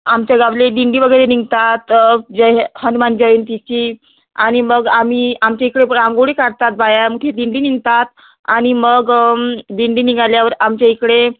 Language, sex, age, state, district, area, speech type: Marathi, female, 30-45, Maharashtra, Nagpur, rural, conversation